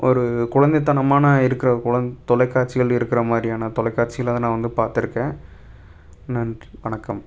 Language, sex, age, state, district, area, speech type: Tamil, male, 18-30, Tamil Nadu, Tiruppur, rural, spontaneous